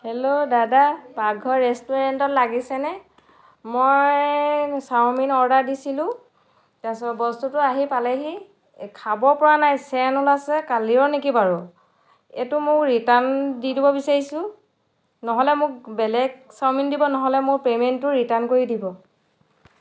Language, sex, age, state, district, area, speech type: Assamese, female, 30-45, Assam, Dhemaji, rural, spontaneous